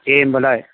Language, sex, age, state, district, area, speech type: Bodo, male, 30-45, Assam, Chirang, rural, conversation